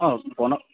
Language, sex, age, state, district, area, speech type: Assamese, male, 18-30, Assam, Goalpara, rural, conversation